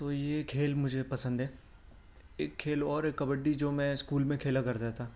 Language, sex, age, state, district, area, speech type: Urdu, male, 18-30, Delhi, Central Delhi, urban, spontaneous